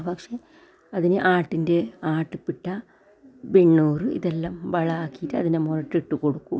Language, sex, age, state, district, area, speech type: Malayalam, female, 60+, Kerala, Kasaragod, rural, spontaneous